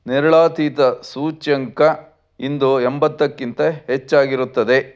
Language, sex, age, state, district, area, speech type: Kannada, male, 60+, Karnataka, Chitradurga, rural, read